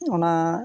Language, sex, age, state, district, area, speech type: Santali, male, 45-60, Odisha, Mayurbhanj, rural, spontaneous